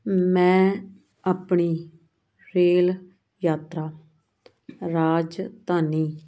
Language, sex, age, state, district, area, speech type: Punjabi, female, 30-45, Punjab, Muktsar, urban, read